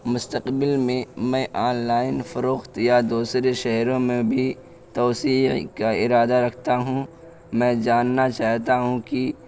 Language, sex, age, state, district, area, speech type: Urdu, male, 18-30, Uttar Pradesh, Balrampur, rural, spontaneous